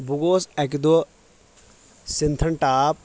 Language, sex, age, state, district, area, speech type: Kashmiri, male, 30-45, Jammu and Kashmir, Kulgam, rural, spontaneous